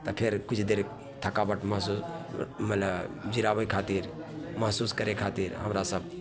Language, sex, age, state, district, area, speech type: Maithili, male, 45-60, Bihar, Araria, rural, spontaneous